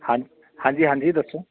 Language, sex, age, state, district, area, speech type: Punjabi, male, 30-45, Punjab, Shaheed Bhagat Singh Nagar, rural, conversation